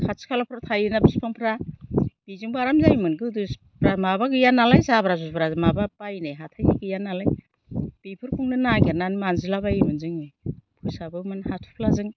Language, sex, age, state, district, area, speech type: Bodo, female, 60+, Assam, Kokrajhar, urban, spontaneous